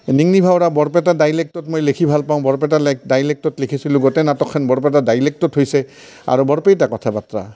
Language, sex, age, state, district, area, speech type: Assamese, male, 60+, Assam, Barpeta, rural, spontaneous